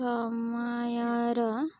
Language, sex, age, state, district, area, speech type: Odia, female, 18-30, Odisha, Malkangiri, urban, read